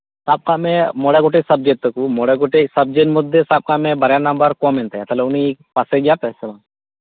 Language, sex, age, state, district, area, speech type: Santali, male, 18-30, West Bengal, Birbhum, rural, conversation